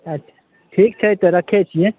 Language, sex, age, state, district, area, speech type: Maithili, male, 18-30, Bihar, Samastipur, urban, conversation